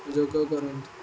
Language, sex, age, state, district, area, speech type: Odia, male, 18-30, Odisha, Jagatsinghpur, rural, spontaneous